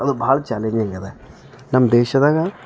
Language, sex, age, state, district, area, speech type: Kannada, male, 30-45, Karnataka, Bidar, urban, spontaneous